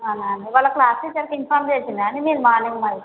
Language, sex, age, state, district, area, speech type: Telugu, female, 18-30, Telangana, Nagarkurnool, rural, conversation